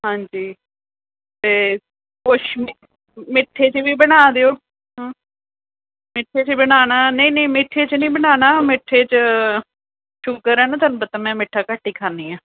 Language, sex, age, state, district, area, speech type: Punjabi, female, 45-60, Punjab, Gurdaspur, urban, conversation